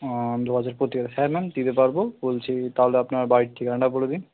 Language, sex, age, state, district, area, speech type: Bengali, male, 18-30, West Bengal, Kolkata, urban, conversation